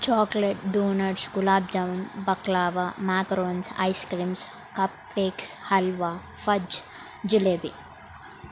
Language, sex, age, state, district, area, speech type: Telugu, female, 18-30, Telangana, Jangaon, urban, spontaneous